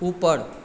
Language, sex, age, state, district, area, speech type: Maithili, female, 60+, Bihar, Madhubani, urban, read